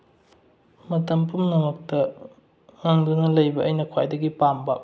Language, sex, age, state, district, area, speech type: Manipuri, male, 18-30, Manipur, Bishnupur, rural, spontaneous